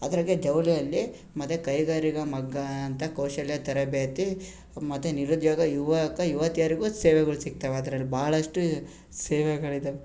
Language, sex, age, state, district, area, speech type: Kannada, male, 18-30, Karnataka, Chitradurga, urban, spontaneous